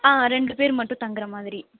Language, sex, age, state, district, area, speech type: Tamil, female, 18-30, Tamil Nadu, Nilgiris, rural, conversation